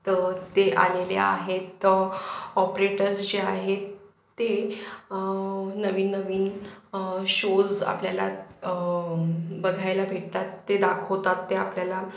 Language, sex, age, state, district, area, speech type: Marathi, female, 30-45, Maharashtra, Yavatmal, urban, spontaneous